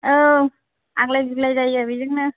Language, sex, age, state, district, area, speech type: Bodo, female, 30-45, Assam, Chirang, rural, conversation